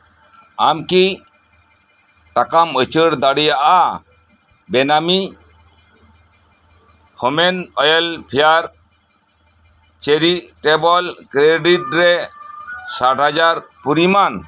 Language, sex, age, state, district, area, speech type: Santali, male, 60+, West Bengal, Birbhum, rural, read